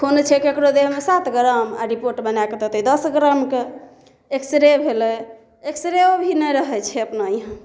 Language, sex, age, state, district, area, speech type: Maithili, female, 18-30, Bihar, Samastipur, rural, spontaneous